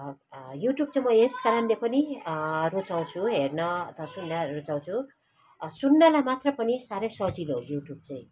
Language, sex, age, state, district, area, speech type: Nepali, female, 45-60, West Bengal, Kalimpong, rural, spontaneous